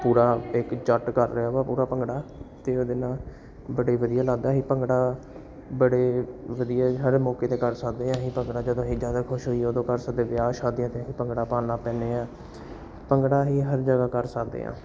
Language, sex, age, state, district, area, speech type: Punjabi, male, 18-30, Punjab, Jalandhar, urban, spontaneous